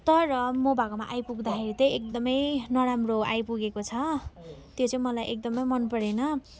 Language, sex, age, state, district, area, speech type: Nepali, female, 18-30, West Bengal, Darjeeling, rural, spontaneous